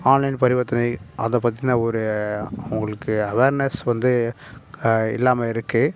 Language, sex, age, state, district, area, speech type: Tamil, male, 30-45, Tamil Nadu, Nagapattinam, rural, spontaneous